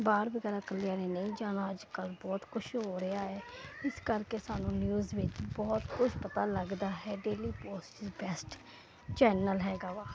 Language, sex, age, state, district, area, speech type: Punjabi, female, 30-45, Punjab, Ludhiana, urban, spontaneous